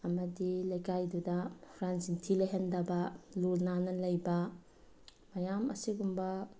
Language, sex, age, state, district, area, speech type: Manipuri, female, 30-45, Manipur, Bishnupur, rural, spontaneous